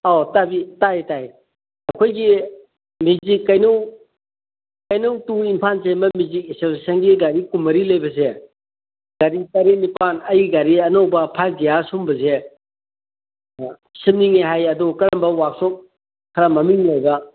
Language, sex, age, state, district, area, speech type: Manipuri, male, 45-60, Manipur, Kangpokpi, urban, conversation